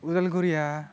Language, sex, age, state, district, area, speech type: Bodo, male, 18-30, Assam, Udalguri, urban, spontaneous